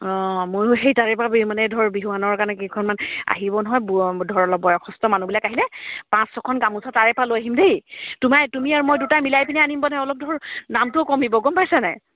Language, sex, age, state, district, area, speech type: Assamese, female, 30-45, Assam, Charaideo, rural, conversation